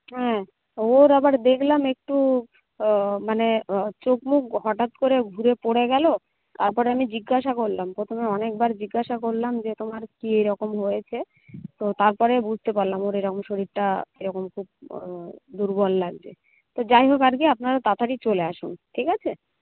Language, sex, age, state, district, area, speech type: Bengali, female, 30-45, West Bengal, Jhargram, rural, conversation